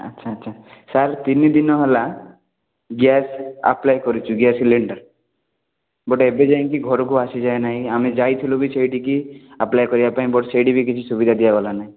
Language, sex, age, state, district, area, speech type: Odia, male, 18-30, Odisha, Rayagada, urban, conversation